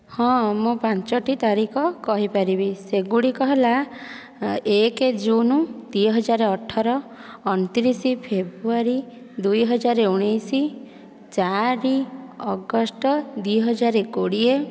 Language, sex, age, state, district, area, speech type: Odia, female, 60+, Odisha, Dhenkanal, rural, spontaneous